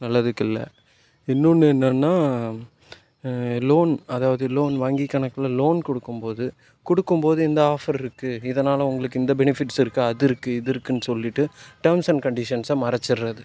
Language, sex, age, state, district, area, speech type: Tamil, male, 45-60, Tamil Nadu, Cuddalore, rural, spontaneous